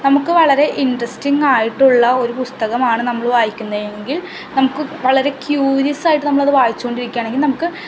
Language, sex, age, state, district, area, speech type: Malayalam, female, 18-30, Kerala, Ernakulam, rural, spontaneous